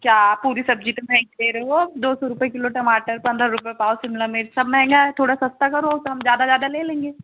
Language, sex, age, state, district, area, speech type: Hindi, female, 45-60, Madhya Pradesh, Balaghat, rural, conversation